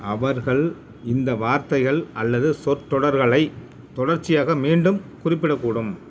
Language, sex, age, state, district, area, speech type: Tamil, male, 60+, Tamil Nadu, Perambalur, urban, read